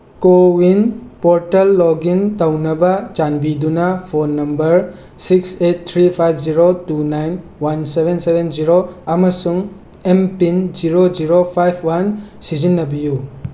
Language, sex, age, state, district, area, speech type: Manipuri, male, 30-45, Manipur, Tengnoupal, urban, read